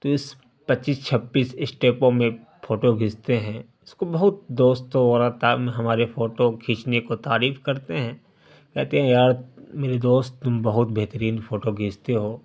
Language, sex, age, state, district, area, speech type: Urdu, male, 30-45, Bihar, Darbhanga, urban, spontaneous